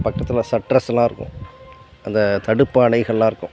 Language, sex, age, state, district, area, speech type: Tamil, male, 60+, Tamil Nadu, Nagapattinam, rural, spontaneous